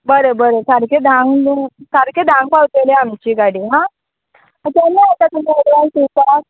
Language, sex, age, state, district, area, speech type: Goan Konkani, female, 30-45, Goa, Murmgao, urban, conversation